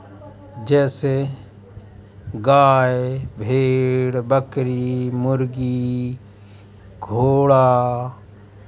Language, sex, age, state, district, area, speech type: Hindi, male, 45-60, Madhya Pradesh, Hoshangabad, urban, spontaneous